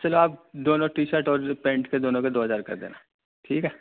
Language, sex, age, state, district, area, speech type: Urdu, male, 18-30, Uttar Pradesh, Gautam Buddha Nagar, urban, conversation